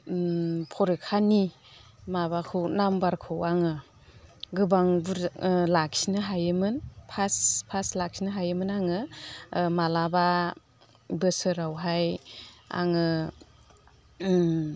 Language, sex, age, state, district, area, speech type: Bodo, female, 45-60, Assam, Udalguri, rural, spontaneous